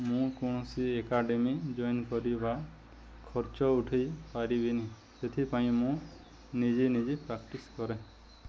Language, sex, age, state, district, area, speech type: Odia, male, 30-45, Odisha, Nuapada, urban, read